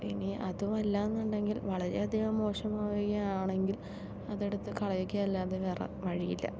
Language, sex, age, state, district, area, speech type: Malayalam, female, 18-30, Kerala, Palakkad, rural, spontaneous